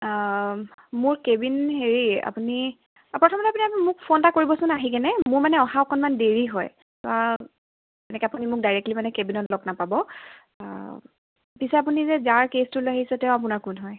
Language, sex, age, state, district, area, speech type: Assamese, female, 18-30, Assam, Dibrugarh, rural, conversation